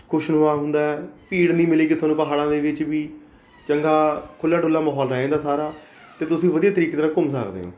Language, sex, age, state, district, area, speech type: Punjabi, male, 30-45, Punjab, Rupnagar, urban, spontaneous